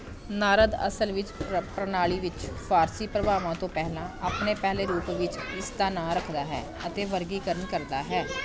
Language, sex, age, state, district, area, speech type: Punjabi, female, 30-45, Punjab, Pathankot, rural, read